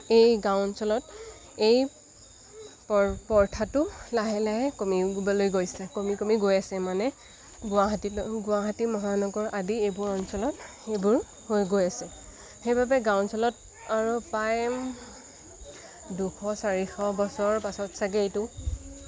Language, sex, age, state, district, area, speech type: Assamese, female, 18-30, Assam, Lakhimpur, rural, spontaneous